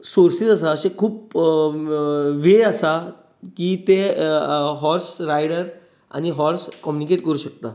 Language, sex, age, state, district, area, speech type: Goan Konkani, male, 30-45, Goa, Bardez, urban, spontaneous